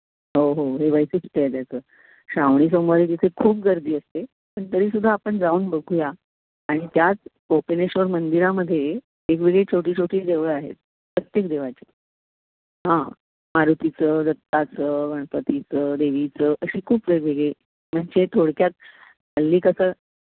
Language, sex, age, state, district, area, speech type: Marathi, female, 60+, Maharashtra, Thane, urban, conversation